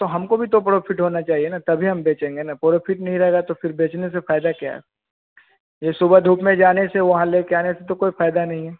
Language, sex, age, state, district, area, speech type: Hindi, male, 30-45, Bihar, Vaishali, rural, conversation